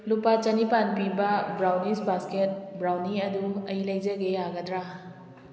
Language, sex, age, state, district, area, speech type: Manipuri, female, 30-45, Manipur, Kakching, rural, read